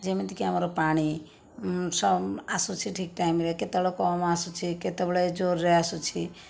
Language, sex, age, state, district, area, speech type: Odia, female, 45-60, Odisha, Jajpur, rural, spontaneous